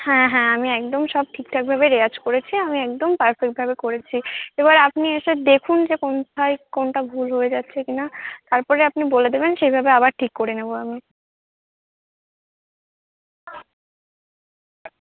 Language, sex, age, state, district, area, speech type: Bengali, female, 18-30, West Bengal, Birbhum, urban, conversation